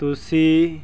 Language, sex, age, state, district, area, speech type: Punjabi, male, 30-45, Punjab, Fazilka, rural, read